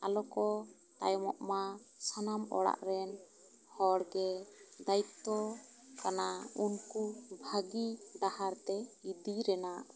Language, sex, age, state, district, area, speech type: Santali, female, 30-45, West Bengal, Bankura, rural, spontaneous